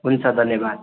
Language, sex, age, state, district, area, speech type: Nepali, male, 18-30, West Bengal, Darjeeling, rural, conversation